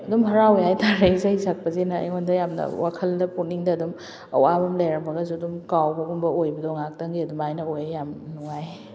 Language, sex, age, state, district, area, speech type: Manipuri, female, 30-45, Manipur, Kakching, rural, spontaneous